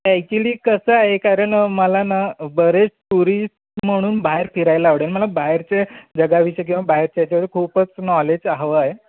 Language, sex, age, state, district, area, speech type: Marathi, male, 30-45, Maharashtra, Sangli, urban, conversation